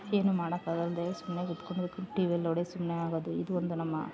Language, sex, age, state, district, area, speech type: Kannada, female, 18-30, Karnataka, Vijayanagara, rural, spontaneous